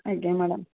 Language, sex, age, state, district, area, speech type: Odia, female, 45-60, Odisha, Balasore, rural, conversation